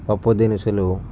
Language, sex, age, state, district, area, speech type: Telugu, male, 45-60, Andhra Pradesh, Visakhapatnam, urban, spontaneous